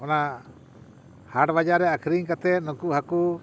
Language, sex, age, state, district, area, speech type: Santali, male, 60+, West Bengal, Paschim Bardhaman, rural, spontaneous